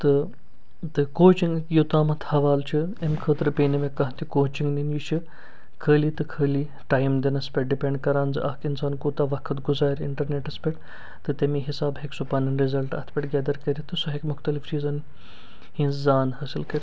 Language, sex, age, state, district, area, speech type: Kashmiri, male, 45-60, Jammu and Kashmir, Srinagar, urban, spontaneous